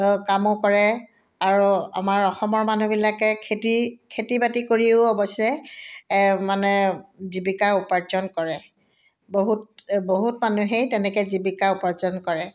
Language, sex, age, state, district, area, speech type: Assamese, female, 60+, Assam, Udalguri, rural, spontaneous